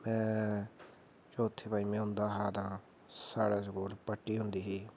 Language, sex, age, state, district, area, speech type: Dogri, male, 30-45, Jammu and Kashmir, Udhampur, rural, spontaneous